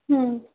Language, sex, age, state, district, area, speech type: Maithili, female, 18-30, Bihar, Saharsa, urban, conversation